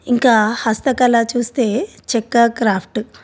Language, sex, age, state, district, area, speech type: Telugu, female, 30-45, Telangana, Ranga Reddy, urban, spontaneous